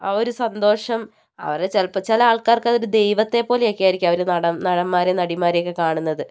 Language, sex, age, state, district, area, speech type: Malayalam, female, 60+, Kerala, Wayanad, rural, spontaneous